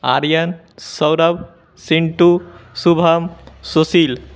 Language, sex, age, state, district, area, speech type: Hindi, male, 18-30, Bihar, Begusarai, rural, spontaneous